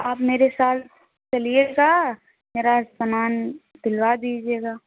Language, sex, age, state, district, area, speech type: Hindi, female, 18-30, Uttar Pradesh, Prayagraj, rural, conversation